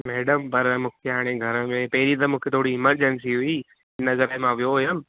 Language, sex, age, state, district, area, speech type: Sindhi, male, 18-30, Gujarat, Surat, urban, conversation